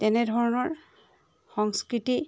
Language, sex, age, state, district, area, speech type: Assamese, female, 30-45, Assam, Charaideo, urban, spontaneous